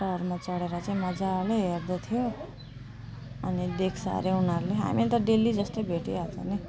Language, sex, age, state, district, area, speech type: Nepali, female, 45-60, West Bengal, Alipurduar, rural, spontaneous